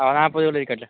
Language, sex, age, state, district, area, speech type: Malayalam, male, 18-30, Kerala, Kasaragod, rural, conversation